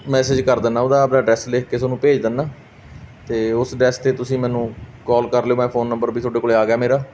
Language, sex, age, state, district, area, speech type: Punjabi, male, 30-45, Punjab, Barnala, rural, spontaneous